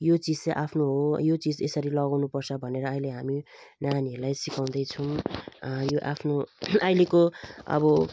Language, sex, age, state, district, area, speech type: Nepali, female, 45-60, West Bengal, Jalpaiguri, rural, spontaneous